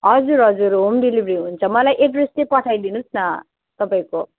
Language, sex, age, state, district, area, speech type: Nepali, female, 18-30, West Bengal, Darjeeling, rural, conversation